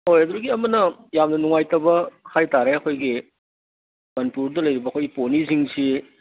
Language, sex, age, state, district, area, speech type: Manipuri, male, 60+, Manipur, Imphal East, rural, conversation